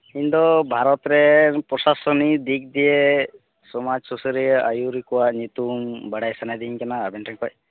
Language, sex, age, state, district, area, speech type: Santali, male, 18-30, West Bengal, Uttar Dinajpur, rural, conversation